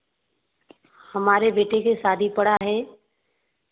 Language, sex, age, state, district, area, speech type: Hindi, female, 30-45, Uttar Pradesh, Varanasi, urban, conversation